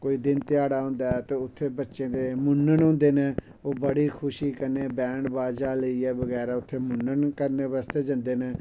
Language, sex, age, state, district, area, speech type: Dogri, male, 45-60, Jammu and Kashmir, Samba, rural, spontaneous